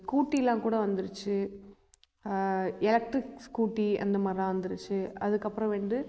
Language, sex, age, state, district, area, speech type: Tamil, female, 18-30, Tamil Nadu, Namakkal, rural, spontaneous